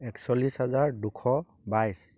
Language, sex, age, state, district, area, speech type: Assamese, male, 18-30, Assam, Dibrugarh, rural, spontaneous